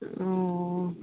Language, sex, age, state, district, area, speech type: Bengali, female, 30-45, West Bengal, Birbhum, urban, conversation